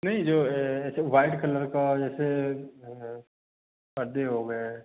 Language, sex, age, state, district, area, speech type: Hindi, male, 18-30, Madhya Pradesh, Katni, urban, conversation